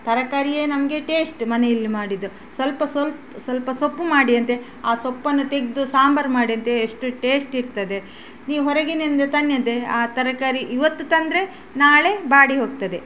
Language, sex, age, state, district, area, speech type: Kannada, female, 45-60, Karnataka, Udupi, rural, spontaneous